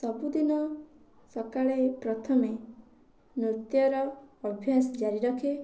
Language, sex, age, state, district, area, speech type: Odia, female, 18-30, Odisha, Kendrapara, urban, spontaneous